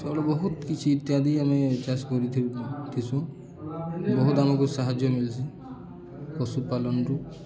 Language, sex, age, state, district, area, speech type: Odia, male, 18-30, Odisha, Balangir, urban, spontaneous